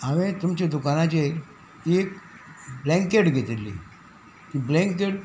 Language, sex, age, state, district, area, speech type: Goan Konkani, male, 60+, Goa, Salcete, rural, spontaneous